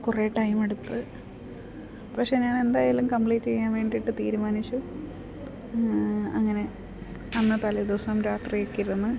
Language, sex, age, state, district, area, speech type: Malayalam, female, 30-45, Kerala, Idukki, rural, spontaneous